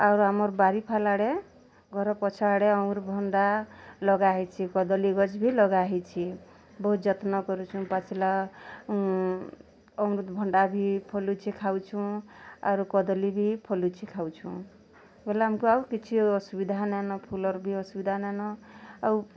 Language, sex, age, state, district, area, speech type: Odia, female, 30-45, Odisha, Bargarh, urban, spontaneous